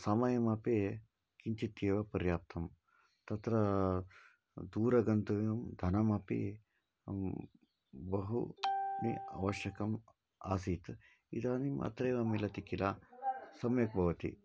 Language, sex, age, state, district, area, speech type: Sanskrit, male, 45-60, Karnataka, Shimoga, rural, spontaneous